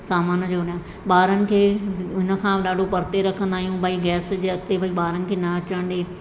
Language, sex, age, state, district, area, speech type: Sindhi, female, 45-60, Madhya Pradesh, Katni, urban, spontaneous